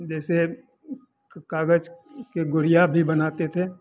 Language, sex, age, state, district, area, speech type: Hindi, male, 60+, Bihar, Madhepura, rural, spontaneous